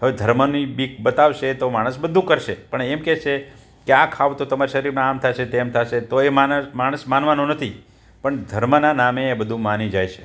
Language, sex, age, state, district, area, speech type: Gujarati, male, 60+, Gujarat, Rajkot, urban, spontaneous